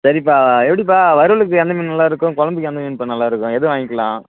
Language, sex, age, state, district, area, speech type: Tamil, male, 18-30, Tamil Nadu, Kallakurichi, urban, conversation